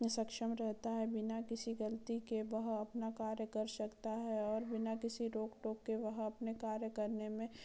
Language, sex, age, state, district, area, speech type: Hindi, female, 30-45, Madhya Pradesh, Betul, urban, spontaneous